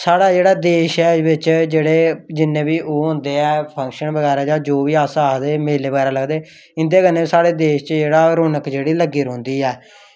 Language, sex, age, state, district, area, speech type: Dogri, male, 18-30, Jammu and Kashmir, Samba, rural, spontaneous